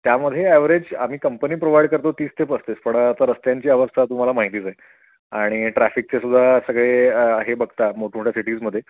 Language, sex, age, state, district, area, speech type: Marathi, male, 18-30, Maharashtra, Kolhapur, urban, conversation